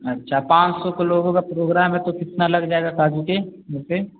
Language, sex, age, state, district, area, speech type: Hindi, male, 18-30, Uttar Pradesh, Azamgarh, rural, conversation